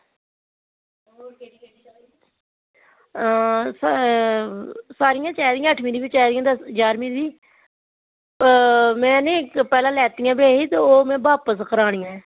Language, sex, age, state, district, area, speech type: Dogri, female, 30-45, Jammu and Kashmir, Samba, rural, conversation